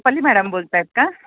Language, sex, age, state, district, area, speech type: Marathi, female, 45-60, Maharashtra, Osmanabad, rural, conversation